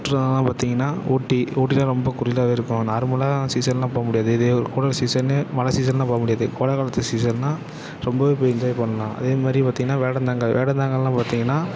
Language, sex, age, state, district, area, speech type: Tamil, male, 18-30, Tamil Nadu, Ariyalur, rural, spontaneous